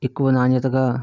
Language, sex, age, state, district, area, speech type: Telugu, male, 30-45, Andhra Pradesh, Vizianagaram, urban, spontaneous